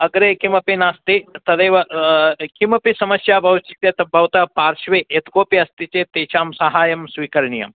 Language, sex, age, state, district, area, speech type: Sanskrit, male, 60+, Karnataka, Vijayapura, urban, conversation